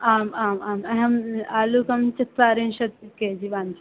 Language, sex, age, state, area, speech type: Sanskrit, female, 18-30, Uttar Pradesh, rural, conversation